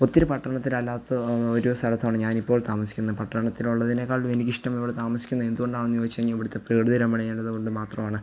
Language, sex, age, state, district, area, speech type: Malayalam, male, 18-30, Kerala, Pathanamthitta, rural, spontaneous